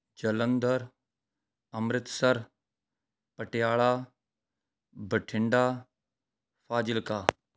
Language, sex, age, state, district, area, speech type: Punjabi, male, 45-60, Punjab, Rupnagar, urban, spontaneous